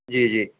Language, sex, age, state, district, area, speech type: Urdu, male, 18-30, Uttar Pradesh, Saharanpur, urban, conversation